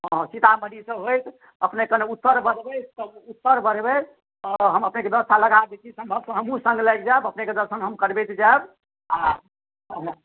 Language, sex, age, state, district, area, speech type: Maithili, male, 60+, Bihar, Madhubani, urban, conversation